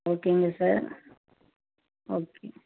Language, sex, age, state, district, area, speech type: Tamil, female, 30-45, Tamil Nadu, Thoothukudi, rural, conversation